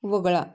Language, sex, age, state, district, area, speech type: Marathi, female, 30-45, Maharashtra, Sangli, rural, read